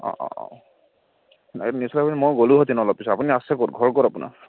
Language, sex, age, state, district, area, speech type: Assamese, male, 18-30, Assam, Kamrup Metropolitan, urban, conversation